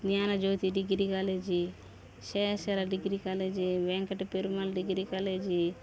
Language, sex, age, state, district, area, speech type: Telugu, female, 30-45, Andhra Pradesh, Sri Balaji, rural, spontaneous